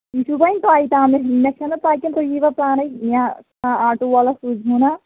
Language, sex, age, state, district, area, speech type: Kashmiri, female, 18-30, Jammu and Kashmir, Kulgam, rural, conversation